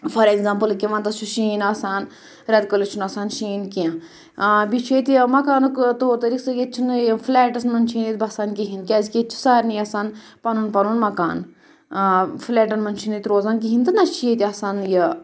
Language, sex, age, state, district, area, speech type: Kashmiri, female, 30-45, Jammu and Kashmir, Pulwama, urban, spontaneous